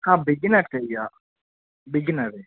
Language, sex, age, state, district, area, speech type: Telugu, male, 18-30, Telangana, Adilabad, urban, conversation